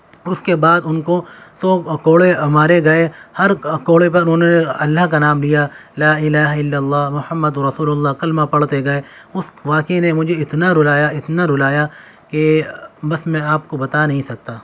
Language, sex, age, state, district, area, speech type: Urdu, male, 18-30, Delhi, Central Delhi, urban, spontaneous